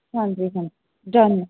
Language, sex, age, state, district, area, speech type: Punjabi, female, 18-30, Punjab, Firozpur, rural, conversation